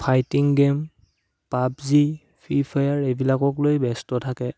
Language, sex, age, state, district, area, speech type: Assamese, male, 18-30, Assam, Darrang, rural, spontaneous